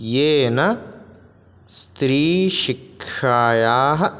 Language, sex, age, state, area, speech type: Sanskrit, male, 18-30, Rajasthan, urban, spontaneous